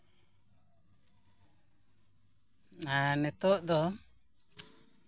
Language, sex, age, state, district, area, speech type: Santali, male, 30-45, West Bengal, Purba Bardhaman, rural, spontaneous